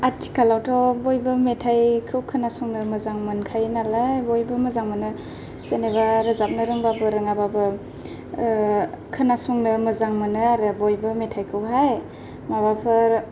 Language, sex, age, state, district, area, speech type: Bodo, female, 18-30, Assam, Kokrajhar, rural, spontaneous